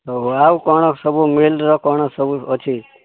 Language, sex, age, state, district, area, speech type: Odia, male, 18-30, Odisha, Boudh, rural, conversation